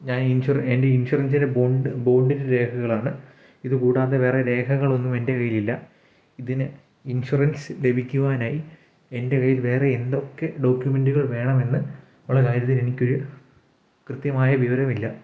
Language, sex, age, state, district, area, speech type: Malayalam, male, 18-30, Kerala, Kottayam, rural, spontaneous